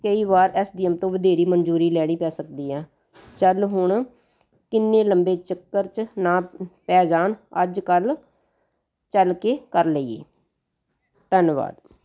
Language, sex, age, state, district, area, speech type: Punjabi, female, 45-60, Punjab, Ludhiana, urban, spontaneous